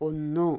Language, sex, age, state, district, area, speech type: Malayalam, female, 60+, Kerala, Palakkad, rural, read